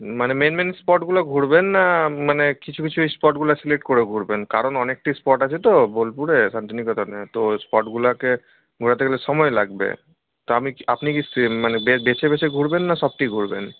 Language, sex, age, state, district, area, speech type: Bengali, male, 18-30, West Bengal, Malda, rural, conversation